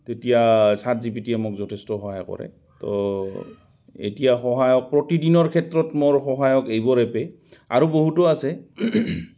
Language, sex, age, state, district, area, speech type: Assamese, male, 45-60, Assam, Goalpara, rural, spontaneous